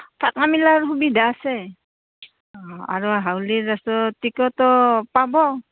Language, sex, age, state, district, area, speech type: Assamese, female, 30-45, Assam, Barpeta, rural, conversation